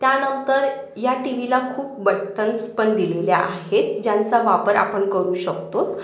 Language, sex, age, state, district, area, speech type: Marathi, female, 18-30, Maharashtra, Akola, urban, spontaneous